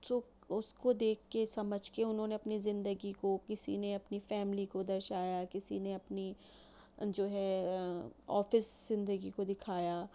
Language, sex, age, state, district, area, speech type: Urdu, female, 45-60, Delhi, New Delhi, urban, spontaneous